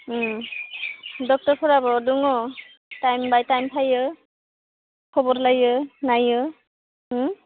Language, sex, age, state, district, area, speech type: Bodo, female, 18-30, Assam, Udalguri, urban, conversation